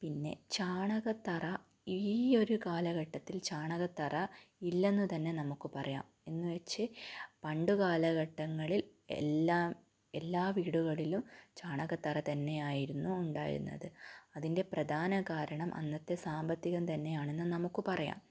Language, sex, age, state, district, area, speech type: Malayalam, female, 18-30, Kerala, Kannur, rural, spontaneous